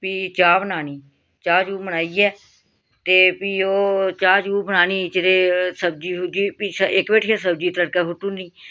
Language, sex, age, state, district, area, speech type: Dogri, female, 45-60, Jammu and Kashmir, Reasi, rural, spontaneous